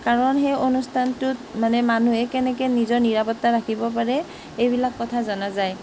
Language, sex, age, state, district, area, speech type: Assamese, female, 30-45, Assam, Nalbari, rural, spontaneous